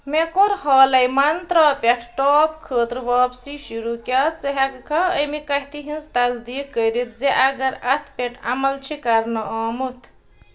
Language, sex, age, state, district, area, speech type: Kashmiri, female, 30-45, Jammu and Kashmir, Ganderbal, rural, read